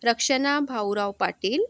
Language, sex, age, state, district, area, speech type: Marathi, female, 18-30, Maharashtra, Akola, urban, spontaneous